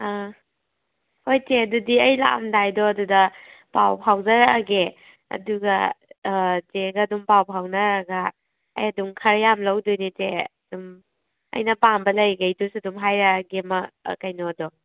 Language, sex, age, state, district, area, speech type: Manipuri, female, 18-30, Manipur, Kangpokpi, urban, conversation